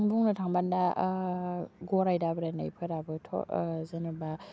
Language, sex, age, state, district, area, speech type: Bodo, female, 18-30, Assam, Udalguri, urban, spontaneous